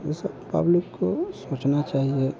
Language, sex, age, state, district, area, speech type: Hindi, male, 45-60, Bihar, Vaishali, urban, spontaneous